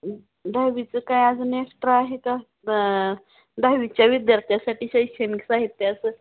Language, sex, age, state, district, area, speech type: Marathi, female, 45-60, Maharashtra, Osmanabad, rural, conversation